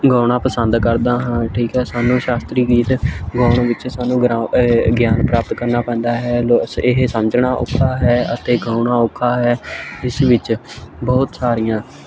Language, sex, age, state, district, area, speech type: Punjabi, male, 18-30, Punjab, Shaheed Bhagat Singh Nagar, rural, spontaneous